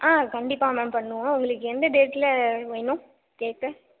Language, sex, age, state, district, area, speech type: Tamil, female, 18-30, Tamil Nadu, Thanjavur, urban, conversation